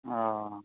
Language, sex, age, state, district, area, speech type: Maithili, female, 30-45, Bihar, Supaul, rural, conversation